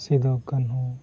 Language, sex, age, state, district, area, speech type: Santali, male, 45-60, Odisha, Mayurbhanj, rural, spontaneous